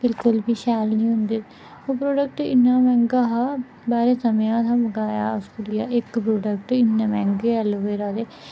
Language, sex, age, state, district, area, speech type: Dogri, female, 18-30, Jammu and Kashmir, Udhampur, rural, spontaneous